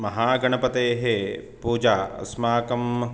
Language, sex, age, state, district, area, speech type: Sanskrit, male, 30-45, Karnataka, Shimoga, rural, spontaneous